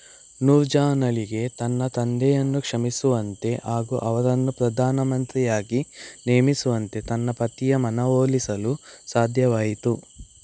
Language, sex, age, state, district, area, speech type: Kannada, male, 18-30, Karnataka, Shimoga, rural, read